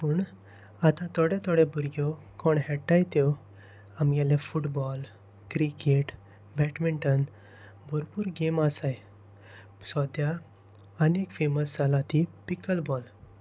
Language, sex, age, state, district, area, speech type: Goan Konkani, male, 18-30, Goa, Salcete, rural, spontaneous